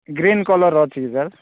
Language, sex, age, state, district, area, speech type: Odia, male, 30-45, Odisha, Rayagada, rural, conversation